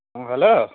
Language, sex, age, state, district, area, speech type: Santali, male, 18-30, West Bengal, Malda, rural, conversation